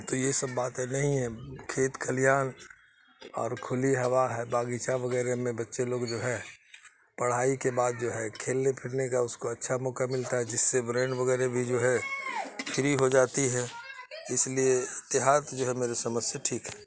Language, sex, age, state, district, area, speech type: Urdu, male, 60+, Bihar, Khagaria, rural, spontaneous